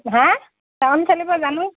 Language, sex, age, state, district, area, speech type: Assamese, female, 30-45, Assam, Dibrugarh, rural, conversation